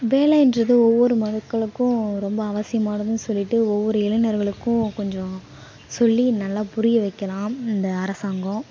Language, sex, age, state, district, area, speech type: Tamil, female, 18-30, Tamil Nadu, Kallakurichi, urban, spontaneous